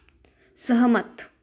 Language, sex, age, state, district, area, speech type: Hindi, female, 18-30, Madhya Pradesh, Ujjain, urban, read